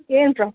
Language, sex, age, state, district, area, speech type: Kannada, female, 30-45, Karnataka, Kolar, urban, conversation